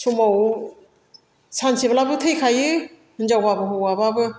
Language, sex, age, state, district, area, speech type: Bodo, female, 60+, Assam, Chirang, rural, spontaneous